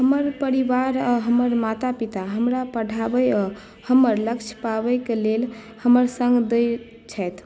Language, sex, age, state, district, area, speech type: Maithili, female, 18-30, Bihar, Madhubani, rural, spontaneous